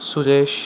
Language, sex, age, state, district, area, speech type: Telugu, male, 18-30, Andhra Pradesh, Visakhapatnam, urban, spontaneous